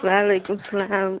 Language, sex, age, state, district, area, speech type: Kashmiri, female, 18-30, Jammu and Kashmir, Kulgam, rural, conversation